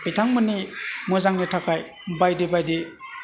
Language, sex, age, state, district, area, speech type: Bodo, male, 60+, Assam, Chirang, rural, spontaneous